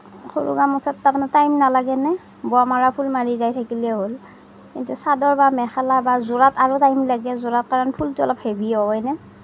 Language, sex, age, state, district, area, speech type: Assamese, female, 30-45, Assam, Darrang, rural, spontaneous